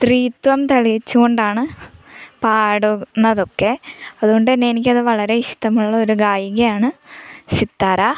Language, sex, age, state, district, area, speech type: Malayalam, female, 18-30, Kerala, Kottayam, rural, spontaneous